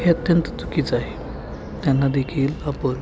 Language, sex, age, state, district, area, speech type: Marathi, male, 18-30, Maharashtra, Kolhapur, urban, spontaneous